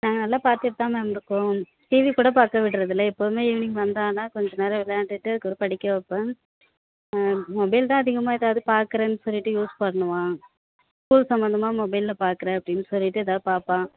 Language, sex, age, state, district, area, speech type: Tamil, female, 30-45, Tamil Nadu, Thanjavur, urban, conversation